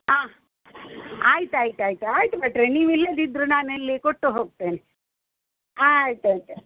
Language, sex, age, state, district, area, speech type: Kannada, female, 60+, Karnataka, Udupi, rural, conversation